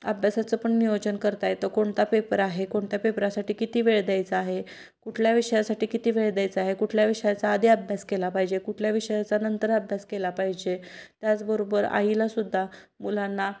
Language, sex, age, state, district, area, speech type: Marathi, female, 30-45, Maharashtra, Kolhapur, urban, spontaneous